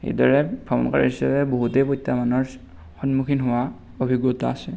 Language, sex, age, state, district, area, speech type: Assamese, male, 18-30, Assam, Darrang, rural, spontaneous